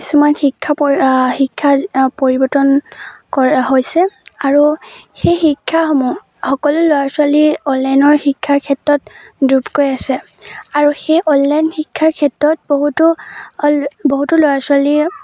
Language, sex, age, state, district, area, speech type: Assamese, female, 18-30, Assam, Lakhimpur, rural, spontaneous